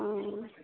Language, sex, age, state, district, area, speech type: Assamese, female, 30-45, Assam, Sivasagar, rural, conversation